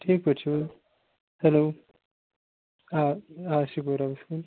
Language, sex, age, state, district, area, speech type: Kashmiri, male, 30-45, Jammu and Kashmir, Kupwara, rural, conversation